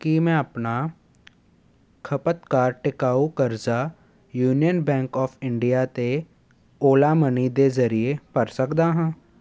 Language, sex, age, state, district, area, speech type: Punjabi, male, 18-30, Punjab, Jalandhar, urban, read